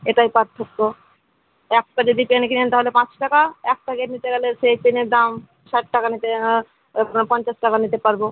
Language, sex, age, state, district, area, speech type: Bengali, female, 30-45, West Bengal, Murshidabad, rural, conversation